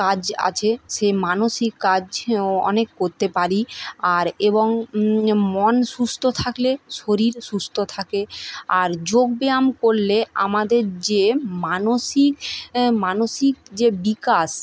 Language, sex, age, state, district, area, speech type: Bengali, female, 30-45, West Bengal, Purba Medinipur, rural, spontaneous